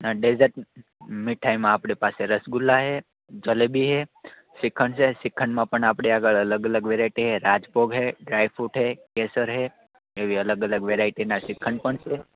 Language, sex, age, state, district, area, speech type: Gujarati, male, 30-45, Gujarat, Rajkot, urban, conversation